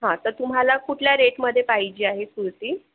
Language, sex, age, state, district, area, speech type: Marathi, female, 30-45, Maharashtra, Akola, urban, conversation